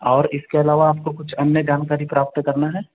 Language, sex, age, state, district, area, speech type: Hindi, male, 45-60, Madhya Pradesh, Balaghat, rural, conversation